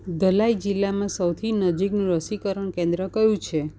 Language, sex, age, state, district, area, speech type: Gujarati, female, 45-60, Gujarat, Surat, urban, read